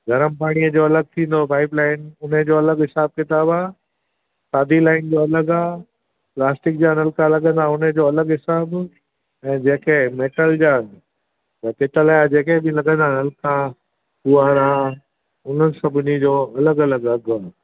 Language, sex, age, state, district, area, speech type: Sindhi, male, 60+, Gujarat, Junagadh, rural, conversation